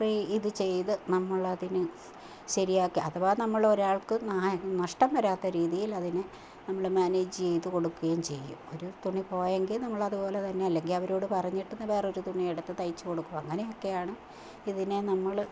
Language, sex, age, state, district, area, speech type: Malayalam, female, 45-60, Kerala, Kottayam, rural, spontaneous